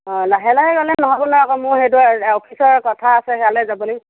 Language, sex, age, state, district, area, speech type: Assamese, female, 45-60, Assam, Sivasagar, rural, conversation